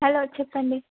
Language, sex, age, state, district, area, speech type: Telugu, female, 18-30, Telangana, Vikarabad, rural, conversation